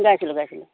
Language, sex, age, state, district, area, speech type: Assamese, female, 45-60, Assam, Dhemaji, urban, conversation